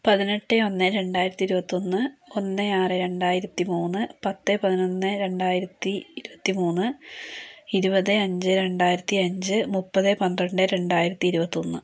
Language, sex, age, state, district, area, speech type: Malayalam, female, 18-30, Kerala, Wayanad, rural, spontaneous